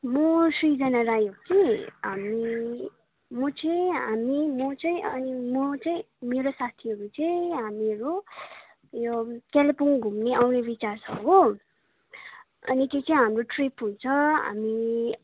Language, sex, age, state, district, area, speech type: Nepali, female, 18-30, West Bengal, Kalimpong, rural, conversation